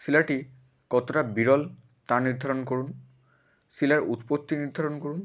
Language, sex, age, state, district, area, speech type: Bengali, male, 18-30, West Bengal, Hooghly, urban, spontaneous